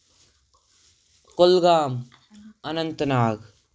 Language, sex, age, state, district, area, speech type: Kashmiri, female, 18-30, Jammu and Kashmir, Baramulla, rural, spontaneous